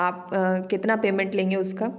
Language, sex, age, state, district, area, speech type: Hindi, female, 18-30, Madhya Pradesh, Gwalior, rural, spontaneous